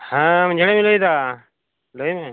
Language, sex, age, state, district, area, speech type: Santali, male, 30-45, West Bengal, Birbhum, rural, conversation